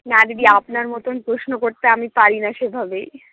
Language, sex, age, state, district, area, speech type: Bengali, female, 45-60, West Bengal, Purulia, urban, conversation